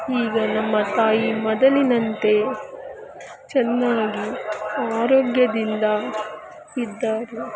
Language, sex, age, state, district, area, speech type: Kannada, female, 60+, Karnataka, Kolar, rural, spontaneous